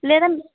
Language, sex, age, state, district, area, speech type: Telugu, female, 18-30, Andhra Pradesh, Nellore, rural, conversation